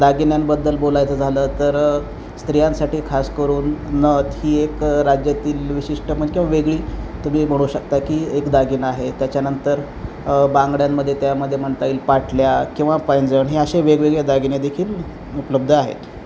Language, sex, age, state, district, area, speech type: Marathi, male, 30-45, Maharashtra, Osmanabad, rural, spontaneous